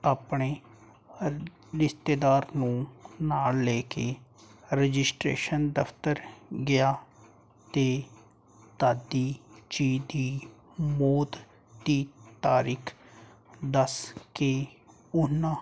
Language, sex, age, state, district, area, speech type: Punjabi, male, 30-45, Punjab, Fazilka, rural, spontaneous